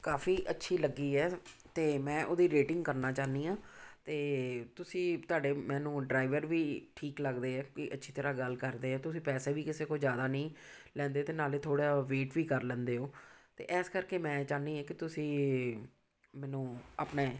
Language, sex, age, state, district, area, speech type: Punjabi, female, 45-60, Punjab, Amritsar, urban, spontaneous